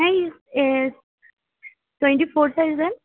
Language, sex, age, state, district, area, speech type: Bengali, female, 18-30, West Bengal, Howrah, urban, conversation